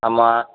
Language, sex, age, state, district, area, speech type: Tamil, male, 18-30, Tamil Nadu, Thoothukudi, rural, conversation